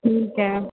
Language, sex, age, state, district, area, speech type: Hindi, female, 18-30, Rajasthan, Jodhpur, urban, conversation